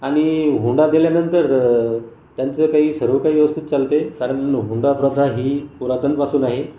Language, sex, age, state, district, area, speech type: Marathi, male, 45-60, Maharashtra, Buldhana, rural, spontaneous